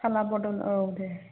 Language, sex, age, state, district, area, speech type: Bodo, female, 30-45, Assam, Chirang, urban, conversation